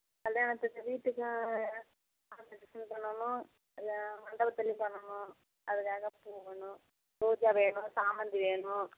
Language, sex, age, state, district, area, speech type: Tamil, female, 30-45, Tamil Nadu, Kallakurichi, rural, conversation